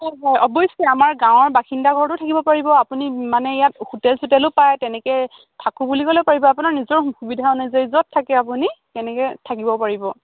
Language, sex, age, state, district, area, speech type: Assamese, female, 45-60, Assam, Dibrugarh, rural, conversation